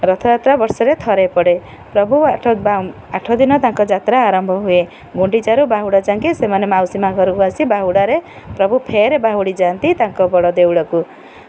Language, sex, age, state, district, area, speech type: Odia, female, 45-60, Odisha, Kendrapara, urban, spontaneous